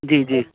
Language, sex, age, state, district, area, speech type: Sindhi, male, 45-60, Gujarat, Kutch, urban, conversation